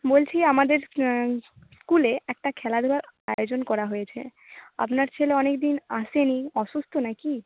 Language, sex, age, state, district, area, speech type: Bengali, female, 30-45, West Bengal, Nadia, urban, conversation